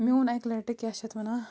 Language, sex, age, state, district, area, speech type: Kashmiri, female, 30-45, Jammu and Kashmir, Bandipora, rural, spontaneous